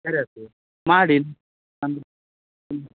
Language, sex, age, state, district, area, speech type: Kannada, male, 30-45, Karnataka, Raichur, rural, conversation